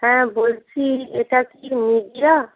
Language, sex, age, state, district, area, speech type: Bengali, female, 18-30, West Bengal, Purba Medinipur, rural, conversation